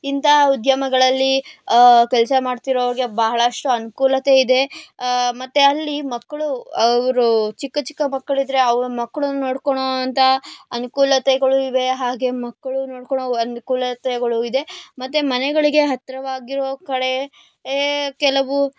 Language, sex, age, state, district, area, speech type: Kannada, female, 18-30, Karnataka, Tumkur, urban, spontaneous